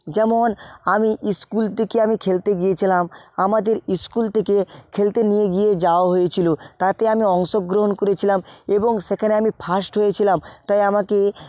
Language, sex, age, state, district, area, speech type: Bengali, male, 30-45, West Bengal, Purba Medinipur, rural, spontaneous